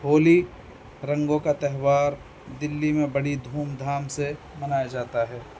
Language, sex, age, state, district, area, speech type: Urdu, male, 45-60, Delhi, North East Delhi, urban, spontaneous